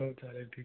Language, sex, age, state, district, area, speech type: Marathi, male, 18-30, Maharashtra, Jalna, urban, conversation